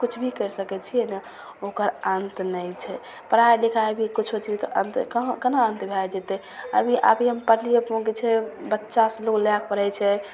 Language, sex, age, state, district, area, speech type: Maithili, female, 18-30, Bihar, Begusarai, rural, spontaneous